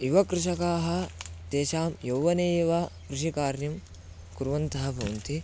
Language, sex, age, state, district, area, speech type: Sanskrit, male, 18-30, Karnataka, Bidar, rural, spontaneous